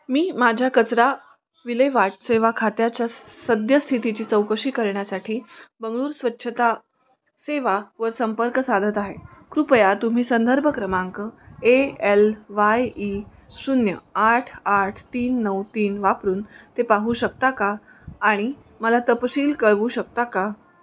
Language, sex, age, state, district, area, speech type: Marathi, female, 30-45, Maharashtra, Nanded, rural, read